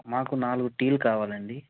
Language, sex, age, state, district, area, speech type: Telugu, male, 18-30, Andhra Pradesh, Anantapur, urban, conversation